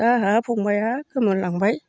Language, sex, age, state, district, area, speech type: Bodo, female, 60+, Assam, Baksa, rural, spontaneous